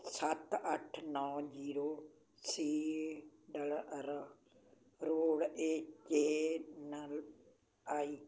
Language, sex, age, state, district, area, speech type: Punjabi, female, 60+, Punjab, Barnala, rural, read